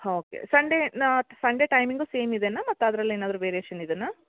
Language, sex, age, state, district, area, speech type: Kannada, female, 30-45, Karnataka, Koppal, rural, conversation